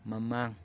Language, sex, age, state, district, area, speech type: Manipuri, male, 18-30, Manipur, Thoubal, rural, read